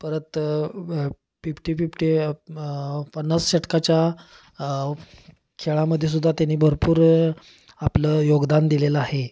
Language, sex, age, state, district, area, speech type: Marathi, male, 30-45, Maharashtra, Kolhapur, urban, spontaneous